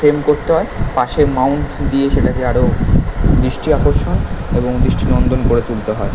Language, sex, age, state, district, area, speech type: Bengali, male, 18-30, West Bengal, Kolkata, urban, spontaneous